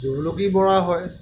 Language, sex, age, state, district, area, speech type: Assamese, male, 30-45, Assam, Lakhimpur, rural, spontaneous